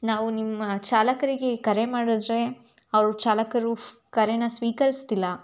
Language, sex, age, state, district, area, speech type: Kannada, female, 18-30, Karnataka, Tumkur, rural, spontaneous